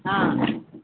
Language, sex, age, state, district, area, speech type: Odia, female, 45-60, Odisha, Sundergarh, rural, conversation